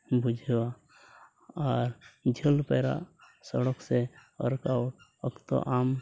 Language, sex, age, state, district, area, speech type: Santali, male, 18-30, Jharkhand, Pakur, rural, spontaneous